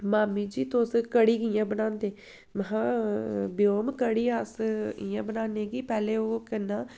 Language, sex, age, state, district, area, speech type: Dogri, female, 18-30, Jammu and Kashmir, Samba, rural, spontaneous